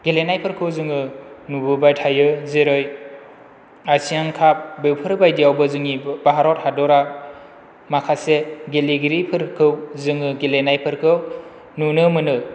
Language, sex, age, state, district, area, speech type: Bodo, male, 30-45, Assam, Chirang, rural, spontaneous